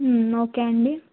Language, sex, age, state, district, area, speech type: Telugu, female, 18-30, Telangana, Jayashankar, urban, conversation